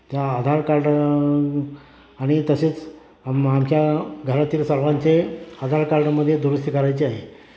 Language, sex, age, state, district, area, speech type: Marathi, male, 60+, Maharashtra, Satara, rural, spontaneous